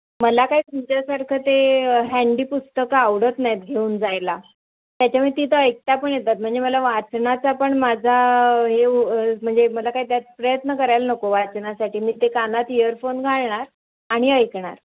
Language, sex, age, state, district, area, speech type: Marathi, female, 30-45, Maharashtra, Palghar, urban, conversation